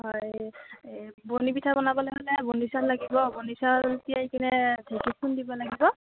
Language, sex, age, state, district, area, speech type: Assamese, female, 60+, Assam, Darrang, rural, conversation